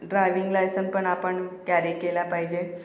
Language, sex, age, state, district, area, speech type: Marathi, female, 18-30, Maharashtra, Akola, urban, spontaneous